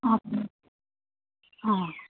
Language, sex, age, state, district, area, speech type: Assamese, female, 45-60, Assam, Sivasagar, rural, conversation